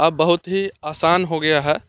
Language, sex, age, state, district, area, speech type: Hindi, male, 18-30, Bihar, Muzaffarpur, urban, spontaneous